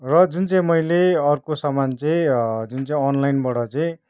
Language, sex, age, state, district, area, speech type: Nepali, male, 45-60, West Bengal, Kalimpong, rural, spontaneous